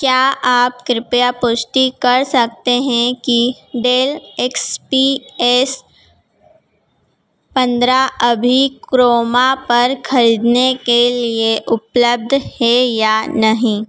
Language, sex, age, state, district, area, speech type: Hindi, female, 18-30, Madhya Pradesh, Harda, urban, read